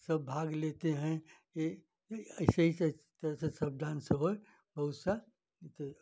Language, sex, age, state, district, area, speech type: Hindi, male, 60+, Uttar Pradesh, Ghazipur, rural, spontaneous